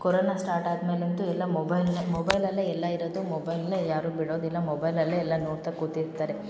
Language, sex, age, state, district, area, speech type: Kannada, female, 18-30, Karnataka, Hassan, rural, spontaneous